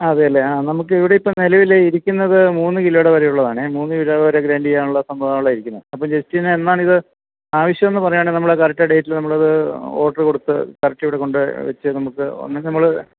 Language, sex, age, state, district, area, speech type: Malayalam, male, 45-60, Kerala, Idukki, rural, conversation